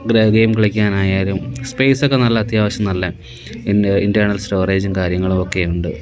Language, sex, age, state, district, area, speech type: Malayalam, male, 18-30, Kerala, Kollam, rural, spontaneous